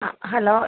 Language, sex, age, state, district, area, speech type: Malayalam, female, 18-30, Kerala, Kottayam, rural, conversation